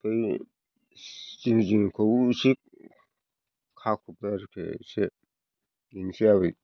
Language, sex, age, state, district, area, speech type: Bodo, male, 60+, Assam, Chirang, rural, spontaneous